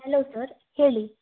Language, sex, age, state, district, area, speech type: Kannada, female, 18-30, Karnataka, Shimoga, rural, conversation